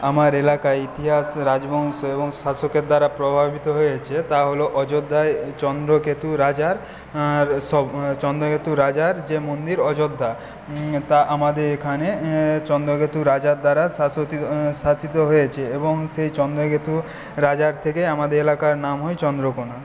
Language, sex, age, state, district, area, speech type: Bengali, male, 18-30, West Bengal, Paschim Medinipur, rural, spontaneous